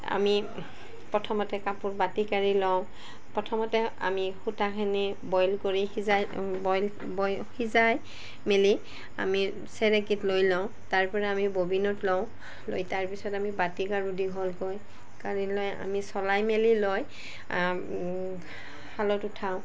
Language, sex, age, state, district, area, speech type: Assamese, female, 45-60, Assam, Barpeta, urban, spontaneous